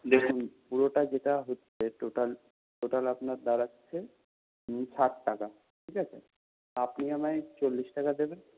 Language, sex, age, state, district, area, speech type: Bengali, male, 30-45, West Bengal, Purulia, urban, conversation